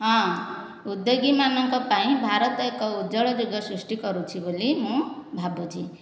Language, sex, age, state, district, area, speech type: Odia, female, 60+, Odisha, Khordha, rural, spontaneous